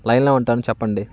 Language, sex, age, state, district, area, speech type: Telugu, male, 30-45, Andhra Pradesh, Bapatla, urban, spontaneous